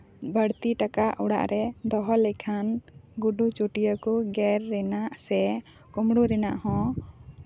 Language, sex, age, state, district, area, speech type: Santali, female, 18-30, West Bengal, Paschim Bardhaman, rural, spontaneous